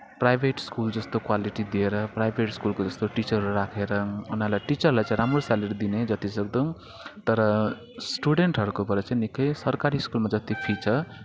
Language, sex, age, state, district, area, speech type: Nepali, male, 30-45, West Bengal, Kalimpong, rural, spontaneous